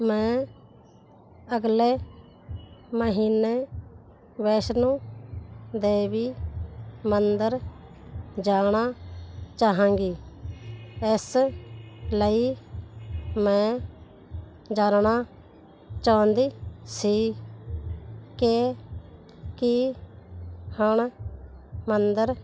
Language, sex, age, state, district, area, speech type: Punjabi, female, 45-60, Punjab, Muktsar, urban, read